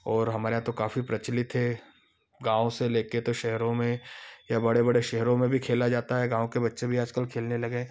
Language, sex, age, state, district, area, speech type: Hindi, male, 30-45, Madhya Pradesh, Ujjain, urban, spontaneous